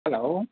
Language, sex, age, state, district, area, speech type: Telugu, male, 30-45, Telangana, Peddapalli, rural, conversation